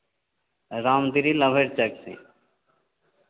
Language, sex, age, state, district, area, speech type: Hindi, male, 30-45, Bihar, Begusarai, rural, conversation